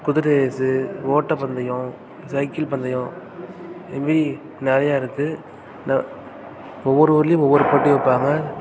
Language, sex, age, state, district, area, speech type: Tamil, male, 18-30, Tamil Nadu, Tiruvarur, rural, spontaneous